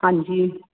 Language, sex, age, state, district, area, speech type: Punjabi, female, 45-60, Punjab, Jalandhar, urban, conversation